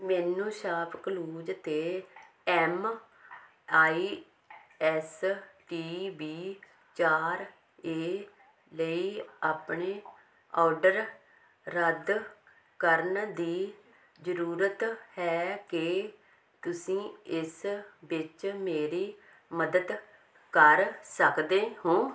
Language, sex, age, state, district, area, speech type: Punjabi, female, 45-60, Punjab, Hoshiarpur, rural, read